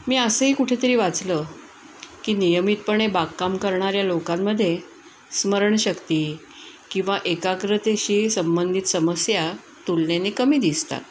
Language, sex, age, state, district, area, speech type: Marathi, female, 60+, Maharashtra, Pune, urban, spontaneous